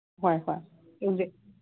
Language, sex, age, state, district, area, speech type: Manipuri, female, 60+, Manipur, Imphal East, rural, conversation